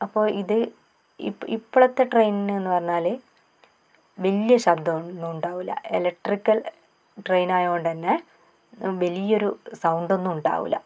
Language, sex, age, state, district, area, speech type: Malayalam, female, 30-45, Kerala, Kannur, rural, spontaneous